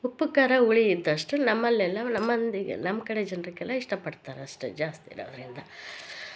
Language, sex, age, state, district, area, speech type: Kannada, female, 45-60, Karnataka, Koppal, rural, spontaneous